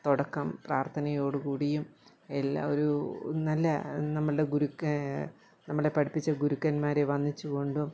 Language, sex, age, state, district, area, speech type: Malayalam, female, 45-60, Kerala, Kottayam, rural, spontaneous